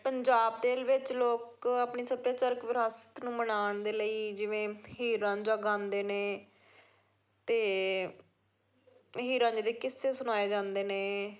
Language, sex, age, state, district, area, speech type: Punjabi, female, 30-45, Punjab, Patiala, rural, spontaneous